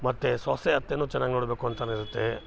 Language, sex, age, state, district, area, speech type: Kannada, male, 45-60, Karnataka, Chikkamagaluru, rural, spontaneous